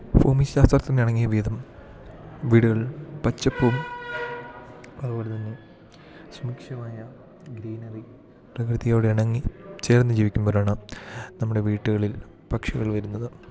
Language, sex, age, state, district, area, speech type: Malayalam, male, 18-30, Kerala, Idukki, rural, spontaneous